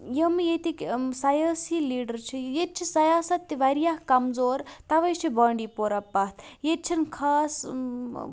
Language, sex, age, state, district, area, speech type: Kashmiri, male, 18-30, Jammu and Kashmir, Bandipora, rural, spontaneous